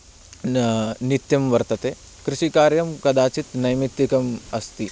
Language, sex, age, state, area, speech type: Sanskrit, male, 18-30, Haryana, rural, spontaneous